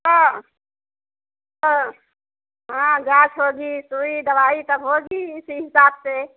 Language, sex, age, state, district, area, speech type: Hindi, female, 45-60, Uttar Pradesh, Ayodhya, rural, conversation